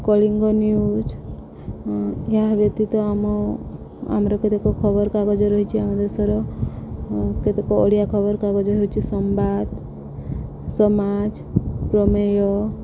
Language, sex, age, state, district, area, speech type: Odia, female, 30-45, Odisha, Subarnapur, urban, spontaneous